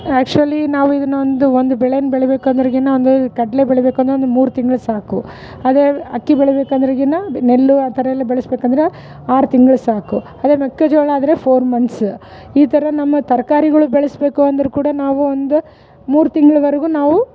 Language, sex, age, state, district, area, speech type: Kannada, female, 45-60, Karnataka, Bellary, rural, spontaneous